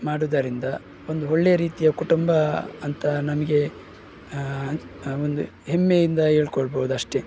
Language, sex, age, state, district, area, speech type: Kannada, male, 30-45, Karnataka, Udupi, rural, spontaneous